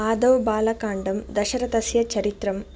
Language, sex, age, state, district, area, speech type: Sanskrit, female, 18-30, Tamil Nadu, Madurai, urban, spontaneous